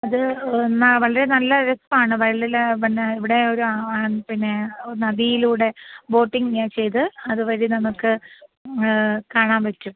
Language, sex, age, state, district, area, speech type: Malayalam, female, 30-45, Kerala, Thiruvananthapuram, rural, conversation